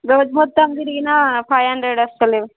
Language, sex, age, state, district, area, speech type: Telugu, female, 18-30, Andhra Pradesh, Visakhapatnam, urban, conversation